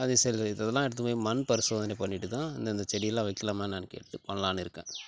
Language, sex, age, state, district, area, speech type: Tamil, male, 30-45, Tamil Nadu, Tiruchirappalli, rural, spontaneous